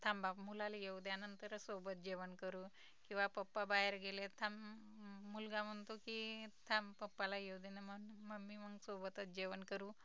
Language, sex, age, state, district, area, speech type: Marathi, female, 45-60, Maharashtra, Nagpur, rural, spontaneous